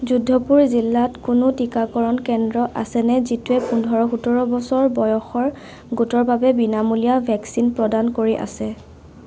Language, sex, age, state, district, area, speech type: Assamese, female, 18-30, Assam, Sivasagar, urban, read